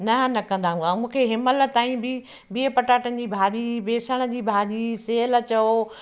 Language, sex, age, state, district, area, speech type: Sindhi, female, 60+, Madhya Pradesh, Katni, urban, spontaneous